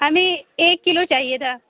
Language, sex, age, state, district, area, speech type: Urdu, female, 18-30, Uttar Pradesh, Lucknow, rural, conversation